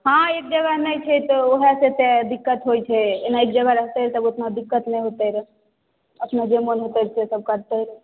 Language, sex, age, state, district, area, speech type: Maithili, female, 18-30, Bihar, Begusarai, urban, conversation